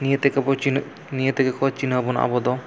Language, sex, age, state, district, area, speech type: Santali, male, 30-45, Jharkhand, East Singhbhum, rural, spontaneous